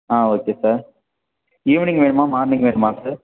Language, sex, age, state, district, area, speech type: Tamil, male, 18-30, Tamil Nadu, Thanjavur, rural, conversation